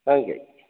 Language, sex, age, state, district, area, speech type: Punjabi, male, 30-45, Punjab, Fatehgarh Sahib, rural, conversation